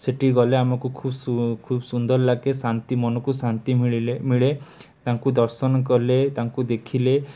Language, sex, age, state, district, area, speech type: Odia, male, 18-30, Odisha, Cuttack, urban, spontaneous